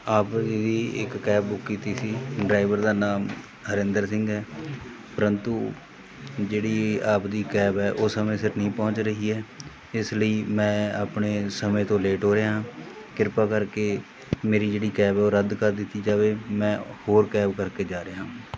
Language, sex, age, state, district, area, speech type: Punjabi, male, 45-60, Punjab, Mohali, rural, spontaneous